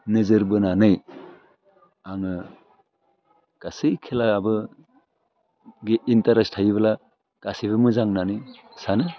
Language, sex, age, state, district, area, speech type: Bodo, male, 60+, Assam, Udalguri, urban, spontaneous